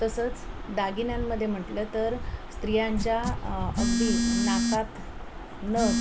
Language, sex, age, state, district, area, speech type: Marathi, female, 45-60, Maharashtra, Thane, rural, spontaneous